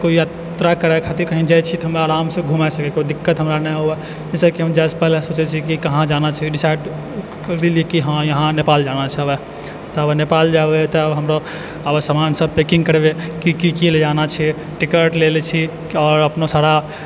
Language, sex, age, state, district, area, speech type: Maithili, male, 18-30, Bihar, Purnia, urban, spontaneous